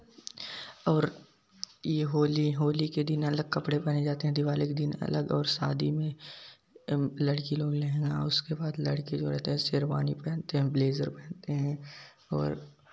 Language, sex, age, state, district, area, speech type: Hindi, male, 18-30, Uttar Pradesh, Jaunpur, urban, spontaneous